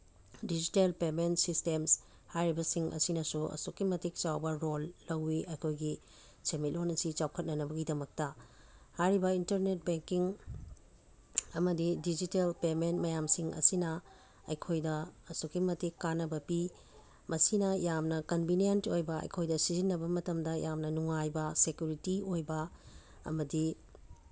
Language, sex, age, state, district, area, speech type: Manipuri, female, 45-60, Manipur, Tengnoupal, urban, spontaneous